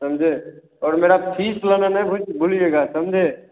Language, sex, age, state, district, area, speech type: Hindi, male, 30-45, Bihar, Begusarai, rural, conversation